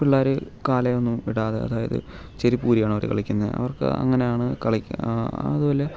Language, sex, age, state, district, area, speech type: Malayalam, male, 18-30, Kerala, Kottayam, rural, spontaneous